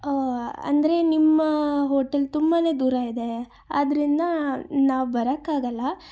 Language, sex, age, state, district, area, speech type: Kannada, female, 18-30, Karnataka, Chikkaballapur, urban, spontaneous